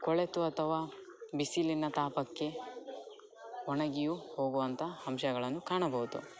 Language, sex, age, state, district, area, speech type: Kannada, male, 18-30, Karnataka, Dakshina Kannada, rural, spontaneous